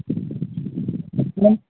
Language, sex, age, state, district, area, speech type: Manipuri, male, 45-60, Manipur, Imphal East, rural, conversation